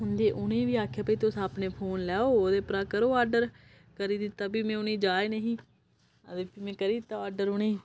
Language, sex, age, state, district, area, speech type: Dogri, female, 30-45, Jammu and Kashmir, Udhampur, rural, spontaneous